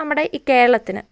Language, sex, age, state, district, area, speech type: Malayalam, female, 30-45, Kerala, Wayanad, rural, spontaneous